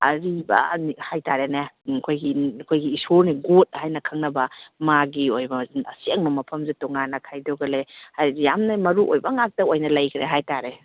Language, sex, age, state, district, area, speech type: Manipuri, female, 45-60, Manipur, Kakching, rural, conversation